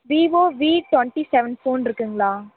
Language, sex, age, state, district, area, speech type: Tamil, female, 18-30, Tamil Nadu, Namakkal, rural, conversation